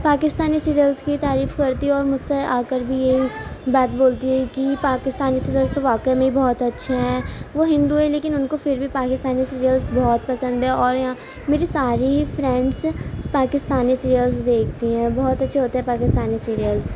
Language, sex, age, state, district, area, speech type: Urdu, female, 18-30, Uttar Pradesh, Gautam Buddha Nagar, urban, spontaneous